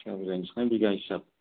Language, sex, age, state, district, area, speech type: Bodo, male, 30-45, Assam, Udalguri, rural, conversation